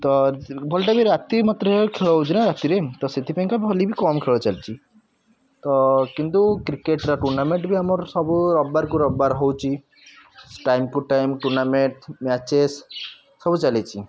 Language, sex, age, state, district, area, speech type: Odia, male, 18-30, Odisha, Puri, urban, spontaneous